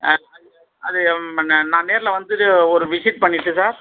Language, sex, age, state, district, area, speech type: Tamil, male, 45-60, Tamil Nadu, Tiruppur, rural, conversation